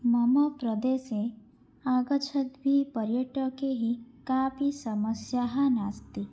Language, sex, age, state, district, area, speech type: Sanskrit, female, 18-30, Odisha, Bhadrak, rural, spontaneous